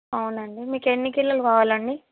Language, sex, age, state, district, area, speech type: Telugu, female, 18-30, Telangana, Mancherial, rural, conversation